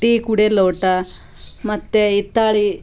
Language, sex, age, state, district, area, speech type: Kannada, female, 30-45, Karnataka, Vijayanagara, rural, spontaneous